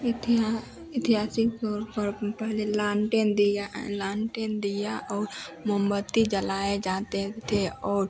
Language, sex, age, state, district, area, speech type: Hindi, female, 18-30, Bihar, Madhepura, rural, spontaneous